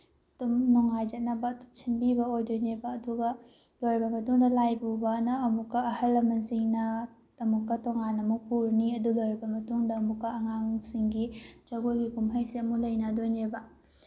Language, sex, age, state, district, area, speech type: Manipuri, female, 18-30, Manipur, Bishnupur, rural, spontaneous